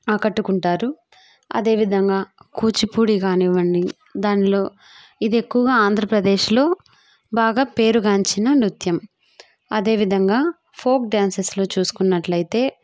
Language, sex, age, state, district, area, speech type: Telugu, female, 18-30, Andhra Pradesh, Kadapa, rural, spontaneous